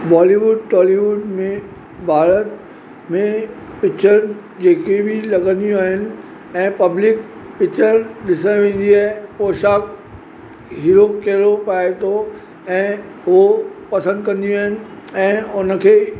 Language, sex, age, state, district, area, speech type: Sindhi, male, 45-60, Maharashtra, Mumbai Suburban, urban, spontaneous